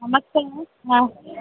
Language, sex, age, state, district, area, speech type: Malayalam, female, 45-60, Kerala, Thiruvananthapuram, urban, conversation